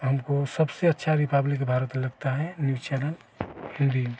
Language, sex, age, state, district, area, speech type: Hindi, male, 45-60, Bihar, Vaishali, urban, spontaneous